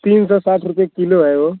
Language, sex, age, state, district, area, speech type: Hindi, male, 18-30, Uttar Pradesh, Azamgarh, rural, conversation